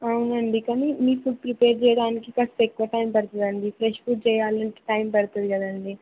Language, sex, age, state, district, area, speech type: Telugu, female, 18-30, Telangana, Siddipet, rural, conversation